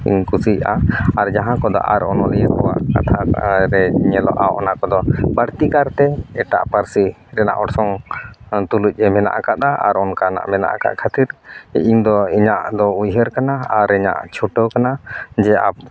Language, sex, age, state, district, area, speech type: Santali, male, 30-45, Jharkhand, East Singhbhum, rural, spontaneous